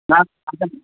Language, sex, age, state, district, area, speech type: Kannada, male, 45-60, Karnataka, Shimoga, rural, conversation